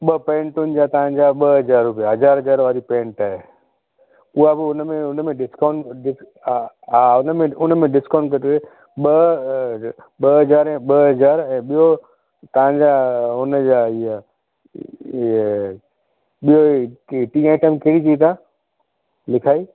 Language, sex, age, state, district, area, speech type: Sindhi, male, 45-60, Gujarat, Kutch, rural, conversation